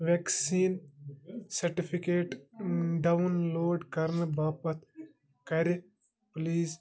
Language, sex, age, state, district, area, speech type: Kashmiri, male, 18-30, Jammu and Kashmir, Bandipora, rural, read